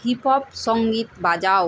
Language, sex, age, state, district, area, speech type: Bengali, female, 30-45, West Bengal, Purba Medinipur, rural, read